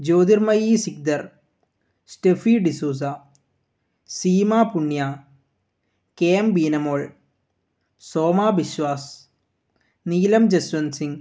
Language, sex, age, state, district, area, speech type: Malayalam, male, 18-30, Kerala, Kannur, rural, spontaneous